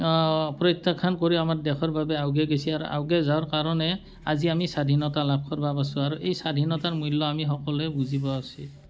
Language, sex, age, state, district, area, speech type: Assamese, male, 45-60, Assam, Barpeta, rural, spontaneous